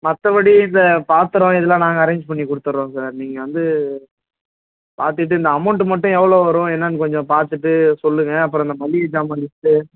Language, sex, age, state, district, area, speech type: Tamil, male, 18-30, Tamil Nadu, Perambalur, urban, conversation